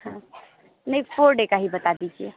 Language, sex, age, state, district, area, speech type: Hindi, female, 45-60, Uttar Pradesh, Sonbhadra, rural, conversation